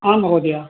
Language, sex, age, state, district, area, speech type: Sanskrit, male, 60+, Tamil Nadu, Coimbatore, urban, conversation